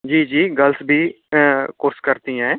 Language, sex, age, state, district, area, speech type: Hindi, male, 18-30, Uttar Pradesh, Ghazipur, rural, conversation